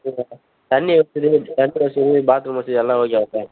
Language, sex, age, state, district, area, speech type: Tamil, male, 18-30, Tamil Nadu, Vellore, urban, conversation